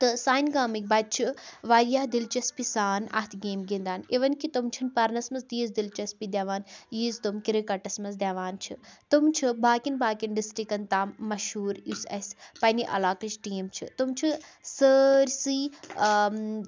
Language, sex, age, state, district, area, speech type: Kashmiri, female, 18-30, Jammu and Kashmir, Baramulla, rural, spontaneous